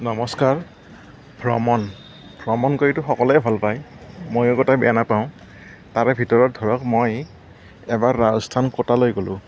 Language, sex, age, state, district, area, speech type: Assamese, male, 60+, Assam, Morigaon, rural, spontaneous